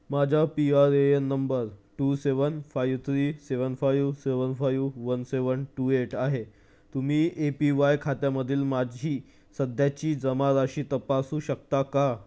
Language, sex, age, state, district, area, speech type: Marathi, male, 45-60, Maharashtra, Nagpur, urban, read